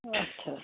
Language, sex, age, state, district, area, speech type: Hindi, female, 60+, Madhya Pradesh, Gwalior, rural, conversation